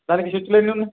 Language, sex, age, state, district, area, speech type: Telugu, male, 30-45, Telangana, Karimnagar, rural, conversation